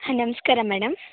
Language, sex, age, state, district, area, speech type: Kannada, female, 18-30, Karnataka, Shimoga, rural, conversation